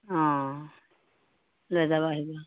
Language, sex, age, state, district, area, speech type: Assamese, female, 60+, Assam, Morigaon, rural, conversation